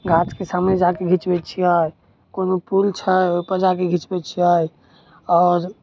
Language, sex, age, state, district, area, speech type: Maithili, male, 18-30, Bihar, Samastipur, rural, spontaneous